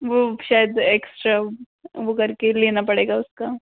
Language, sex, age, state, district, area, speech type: Hindi, female, 60+, Madhya Pradesh, Bhopal, urban, conversation